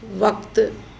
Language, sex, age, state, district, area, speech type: Sindhi, female, 45-60, Maharashtra, Mumbai Suburban, urban, read